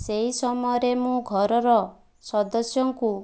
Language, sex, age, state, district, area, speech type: Odia, female, 18-30, Odisha, Kandhamal, rural, spontaneous